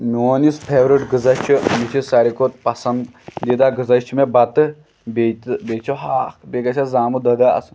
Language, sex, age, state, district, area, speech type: Kashmiri, male, 18-30, Jammu and Kashmir, Pulwama, urban, spontaneous